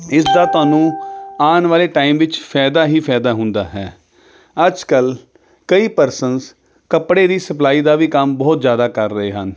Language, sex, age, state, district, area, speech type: Punjabi, male, 30-45, Punjab, Jalandhar, urban, spontaneous